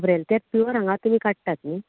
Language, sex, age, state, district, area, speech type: Goan Konkani, female, 45-60, Goa, Canacona, rural, conversation